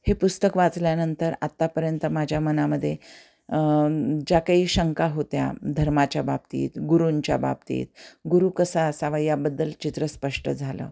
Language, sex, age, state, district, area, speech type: Marathi, female, 45-60, Maharashtra, Osmanabad, rural, spontaneous